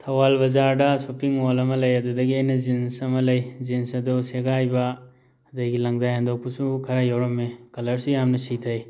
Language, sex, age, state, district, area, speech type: Manipuri, male, 30-45, Manipur, Thoubal, urban, spontaneous